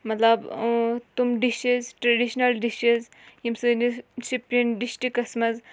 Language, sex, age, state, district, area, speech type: Kashmiri, female, 30-45, Jammu and Kashmir, Shopian, rural, spontaneous